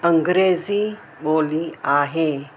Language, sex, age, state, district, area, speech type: Sindhi, female, 60+, Maharashtra, Mumbai Suburban, urban, spontaneous